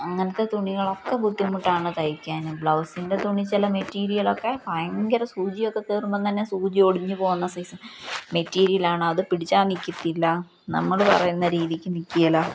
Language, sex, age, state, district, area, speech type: Malayalam, female, 30-45, Kerala, Palakkad, rural, spontaneous